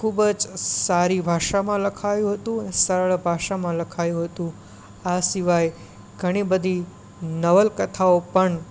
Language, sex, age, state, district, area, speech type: Gujarati, male, 18-30, Gujarat, Anand, urban, spontaneous